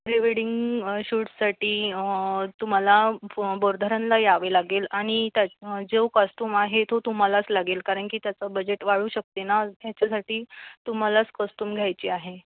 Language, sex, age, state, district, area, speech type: Marathi, female, 18-30, Maharashtra, Thane, rural, conversation